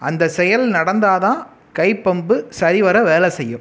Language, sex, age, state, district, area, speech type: Tamil, male, 18-30, Tamil Nadu, Pudukkottai, rural, spontaneous